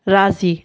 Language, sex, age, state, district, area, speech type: Sindhi, female, 30-45, Maharashtra, Thane, urban, read